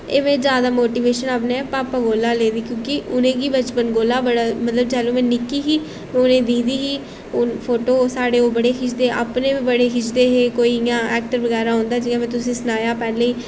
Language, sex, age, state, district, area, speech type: Dogri, female, 18-30, Jammu and Kashmir, Reasi, rural, spontaneous